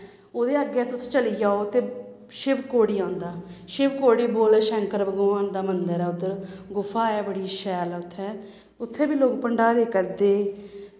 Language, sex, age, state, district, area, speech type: Dogri, female, 30-45, Jammu and Kashmir, Samba, rural, spontaneous